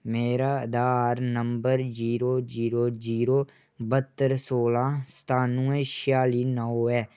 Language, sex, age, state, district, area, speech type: Dogri, male, 18-30, Jammu and Kashmir, Kathua, rural, read